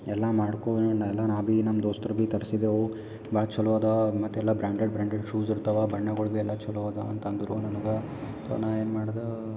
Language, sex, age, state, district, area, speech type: Kannada, male, 18-30, Karnataka, Gulbarga, urban, spontaneous